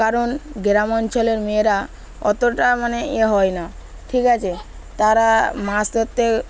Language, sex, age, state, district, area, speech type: Bengali, male, 18-30, West Bengal, Dakshin Dinajpur, urban, spontaneous